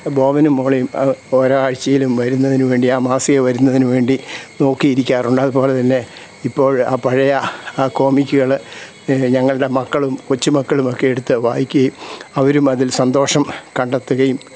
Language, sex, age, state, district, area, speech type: Malayalam, male, 60+, Kerala, Kottayam, rural, spontaneous